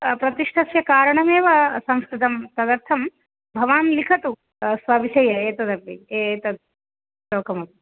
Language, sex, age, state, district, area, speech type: Sanskrit, female, 30-45, Telangana, Hyderabad, urban, conversation